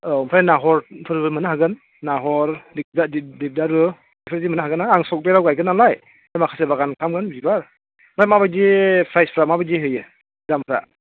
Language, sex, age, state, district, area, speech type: Bodo, male, 45-60, Assam, Chirang, rural, conversation